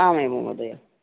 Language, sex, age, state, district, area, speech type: Sanskrit, male, 18-30, Odisha, Bargarh, rural, conversation